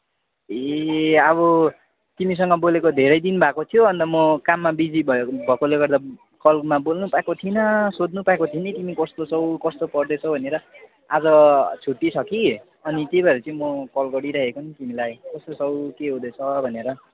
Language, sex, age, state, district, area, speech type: Nepali, male, 18-30, West Bengal, Kalimpong, rural, conversation